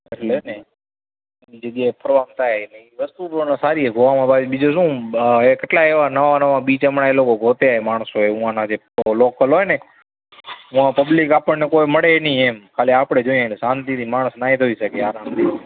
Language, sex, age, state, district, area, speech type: Gujarati, male, 18-30, Gujarat, Kutch, rural, conversation